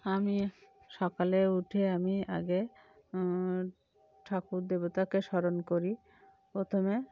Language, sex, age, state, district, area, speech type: Bengali, female, 45-60, West Bengal, Cooch Behar, urban, spontaneous